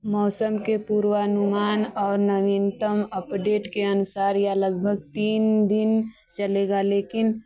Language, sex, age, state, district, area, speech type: Hindi, female, 30-45, Uttar Pradesh, Mau, rural, read